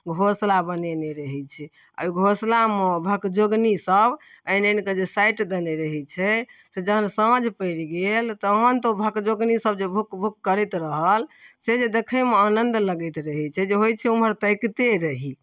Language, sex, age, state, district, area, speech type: Maithili, female, 45-60, Bihar, Darbhanga, urban, spontaneous